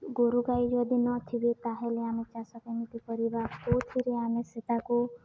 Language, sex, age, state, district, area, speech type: Odia, female, 18-30, Odisha, Balangir, urban, spontaneous